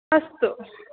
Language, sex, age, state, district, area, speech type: Sanskrit, female, 18-30, Karnataka, Udupi, rural, conversation